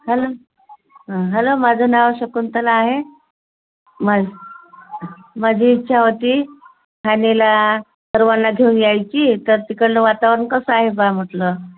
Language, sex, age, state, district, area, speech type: Marathi, female, 45-60, Maharashtra, Thane, rural, conversation